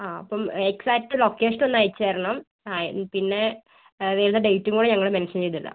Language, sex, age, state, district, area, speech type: Malayalam, female, 18-30, Kerala, Wayanad, rural, conversation